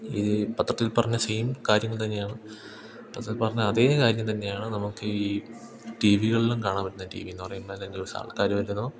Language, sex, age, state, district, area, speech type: Malayalam, male, 18-30, Kerala, Idukki, rural, spontaneous